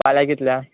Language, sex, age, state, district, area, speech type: Goan Konkani, male, 18-30, Goa, Murmgao, urban, conversation